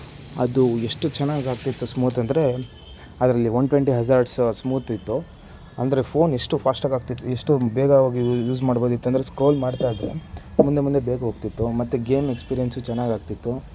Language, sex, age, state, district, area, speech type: Kannada, male, 18-30, Karnataka, Shimoga, rural, spontaneous